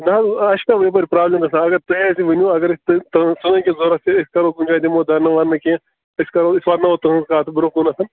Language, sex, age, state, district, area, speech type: Kashmiri, male, 30-45, Jammu and Kashmir, Bandipora, rural, conversation